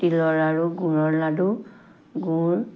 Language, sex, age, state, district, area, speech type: Assamese, female, 60+, Assam, Charaideo, rural, spontaneous